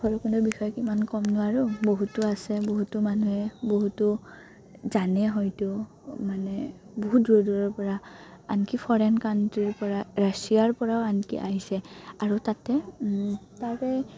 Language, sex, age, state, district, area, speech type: Assamese, female, 18-30, Assam, Udalguri, rural, spontaneous